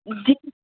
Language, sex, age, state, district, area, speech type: Sindhi, female, 18-30, Rajasthan, Ajmer, urban, conversation